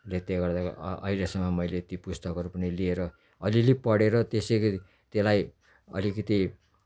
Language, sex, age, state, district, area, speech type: Nepali, male, 60+, West Bengal, Darjeeling, rural, spontaneous